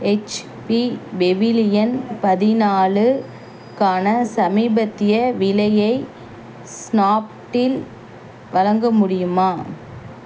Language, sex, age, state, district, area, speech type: Tamil, female, 30-45, Tamil Nadu, Chengalpattu, urban, read